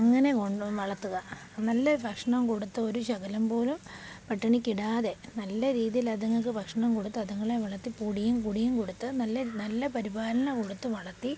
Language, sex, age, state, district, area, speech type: Malayalam, female, 30-45, Kerala, Pathanamthitta, rural, spontaneous